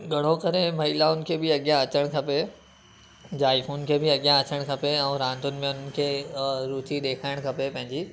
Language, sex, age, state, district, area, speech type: Sindhi, male, 18-30, Gujarat, Surat, urban, spontaneous